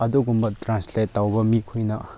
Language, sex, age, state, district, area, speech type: Manipuri, male, 18-30, Manipur, Chandel, rural, spontaneous